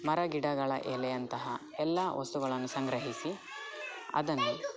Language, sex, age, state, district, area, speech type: Kannada, male, 18-30, Karnataka, Dakshina Kannada, rural, spontaneous